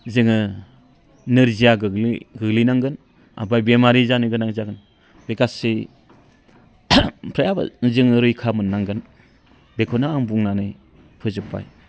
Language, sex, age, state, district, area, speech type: Bodo, male, 45-60, Assam, Udalguri, rural, spontaneous